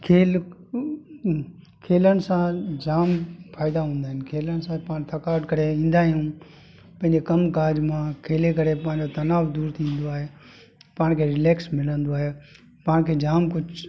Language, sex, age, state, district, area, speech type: Sindhi, male, 45-60, Gujarat, Kutch, rural, spontaneous